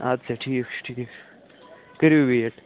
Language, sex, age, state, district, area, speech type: Kashmiri, male, 18-30, Jammu and Kashmir, Kupwara, rural, conversation